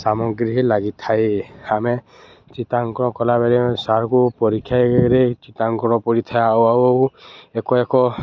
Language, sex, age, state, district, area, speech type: Odia, male, 18-30, Odisha, Subarnapur, urban, spontaneous